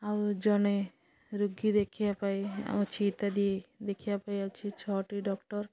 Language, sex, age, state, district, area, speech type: Odia, female, 30-45, Odisha, Malkangiri, urban, spontaneous